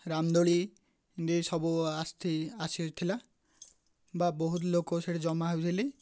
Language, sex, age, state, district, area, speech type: Odia, male, 18-30, Odisha, Ganjam, urban, spontaneous